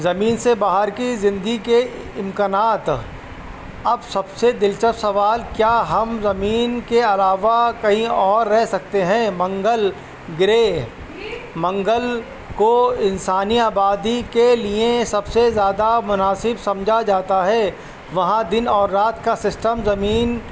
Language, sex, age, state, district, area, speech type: Urdu, male, 45-60, Uttar Pradesh, Rampur, urban, spontaneous